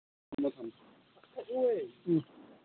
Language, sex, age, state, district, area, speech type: Manipuri, male, 60+, Manipur, Chandel, rural, conversation